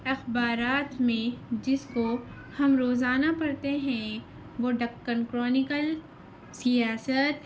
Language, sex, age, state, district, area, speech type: Urdu, female, 18-30, Telangana, Hyderabad, rural, spontaneous